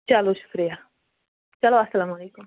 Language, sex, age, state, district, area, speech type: Kashmiri, female, 18-30, Jammu and Kashmir, Bandipora, rural, conversation